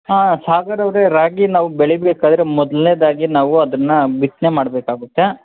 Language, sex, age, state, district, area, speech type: Kannada, male, 18-30, Karnataka, Kolar, rural, conversation